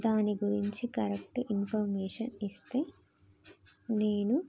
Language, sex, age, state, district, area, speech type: Telugu, female, 30-45, Telangana, Jagtial, rural, spontaneous